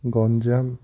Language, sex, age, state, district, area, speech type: Odia, male, 18-30, Odisha, Puri, urban, spontaneous